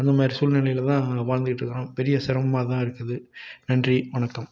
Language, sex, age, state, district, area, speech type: Tamil, male, 45-60, Tamil Nadu, Salem, rural, spontaneous